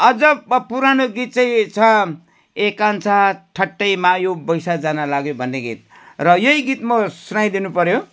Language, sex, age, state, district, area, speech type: Nepali, male, 60+, West Bengal, Jalpaiguri, urban, spontaneous